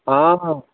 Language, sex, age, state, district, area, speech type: Maithili, male, 60+, Bihar, Madhubani, urban, conversation